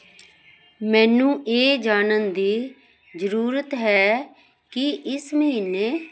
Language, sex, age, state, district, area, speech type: Punjabi, female, 45-60, Punjab, Jalandhar, urban, read